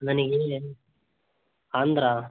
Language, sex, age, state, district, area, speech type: Kannada, male, 18-30, Karnataka, Davanagere, rural, conversation